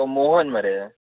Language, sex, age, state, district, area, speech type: Goan Konkani, male, 18-30, Goa, Tiswadi, rural, conversation